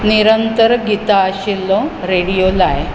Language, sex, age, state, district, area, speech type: Goan Konkani, female, 45-60, Goa, Bardez, urban, read